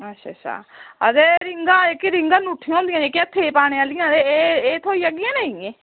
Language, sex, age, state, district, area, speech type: Dogri, female, 18-30, Jammu and Kashmir, Reasi, rural, conversation